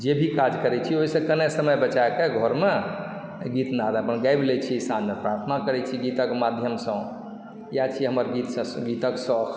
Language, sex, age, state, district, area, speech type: Maithili, male, 45-60, Bihar, Supaul, urban, spontaneous